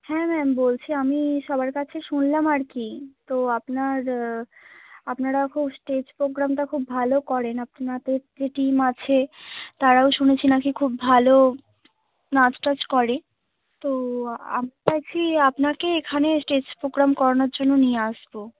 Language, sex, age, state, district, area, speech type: Bengali, female, 30-45, West Bengal, Hooghly, urban, conversation